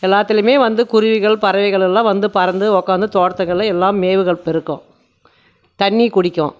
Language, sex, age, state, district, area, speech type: Tamil, female, 60+, Tamil Nadu, Krishnagiri, rural, spontaneous